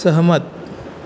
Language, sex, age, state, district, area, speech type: Marathi, male, 30-45, Maharashtra, Thane, urban, read